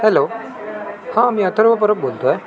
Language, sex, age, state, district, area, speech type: Marathi, male, 18-30, Maharashtra, Sindhudurg, rural, spontaneous